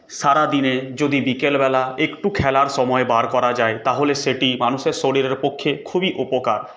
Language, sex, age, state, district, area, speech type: Bengali, male, 18-30, West Bengal, Purulia, urban, spontaneous